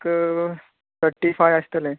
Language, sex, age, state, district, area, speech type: Goan Konkani, male, 18-30, Goa, Canacona, rural, conversation